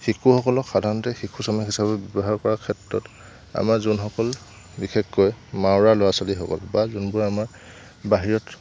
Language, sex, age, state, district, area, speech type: Assamese, male, 18-30, Assam, Lakhimpur, rural, spontaneous